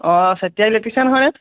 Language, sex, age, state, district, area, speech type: Assamese, male, 18-30, Assam, Golaghat, urban, conversation